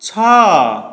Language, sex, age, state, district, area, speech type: Odia, male, 45-60, Odisha, Dhenkanal, rural, read